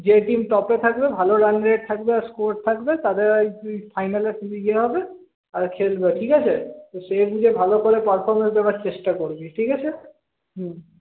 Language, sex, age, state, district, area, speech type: Bengali, male, 18-30, West Bengal, Paschim Bardhaman, urban, conversation